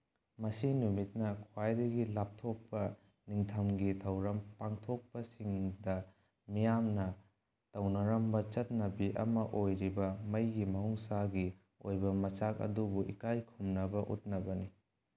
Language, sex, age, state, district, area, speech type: Manipuri, male, 18-30, Manipur, Bishnupur, rural, read